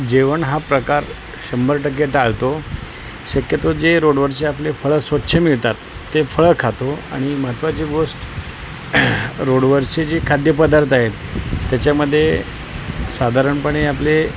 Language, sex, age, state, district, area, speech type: Marathi, male, 45-60, Maharashtra, Osmanabad, rural, spontaneous